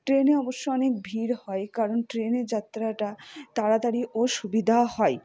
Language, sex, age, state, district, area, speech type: Bengali, female, 60+, West Bengal, Purba Bardhaman, rural, spontaneous